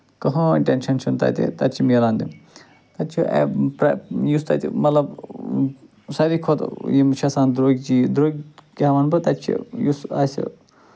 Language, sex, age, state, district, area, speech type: Kashmiri, male, 30-45, Jammu and Kashmir, Ganderbal, rural, spontaneous